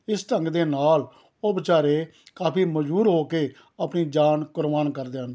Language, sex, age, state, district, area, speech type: Punjabi, male, 60+, Punjab, Rupnagar, rural, spontaneous